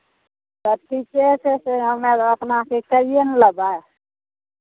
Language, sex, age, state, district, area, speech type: Maithili, female, 45-60, Bihar, Madhepura, urban, conversation